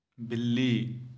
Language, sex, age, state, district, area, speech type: Hindi, male, 30-45, Madhya Pradesh, Gwalior, urban, read